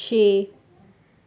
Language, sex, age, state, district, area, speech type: Punjabi, female, 18-30, Punjab, Tarn Taran, rural, read